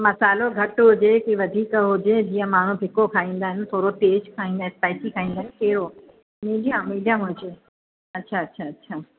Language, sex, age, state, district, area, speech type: Sindhi, female, 45-60, Uttar Pradesh, Lucknow, rural, conversation